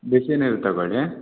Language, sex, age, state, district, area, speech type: Kannada, male, 18-30, Karnataka, Chikkaballapur, rural, conversation